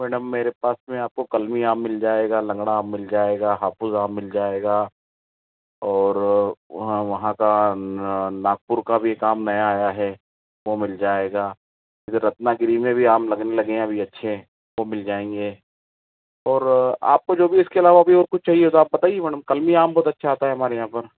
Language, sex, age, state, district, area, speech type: Hindi, male, 30-45, Madhya Pradesh, Ujjain, urban, conversation